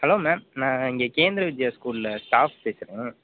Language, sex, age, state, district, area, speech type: Tamil, male, 18-30, Tamil Nadu, Pudukkottai, rural, conversation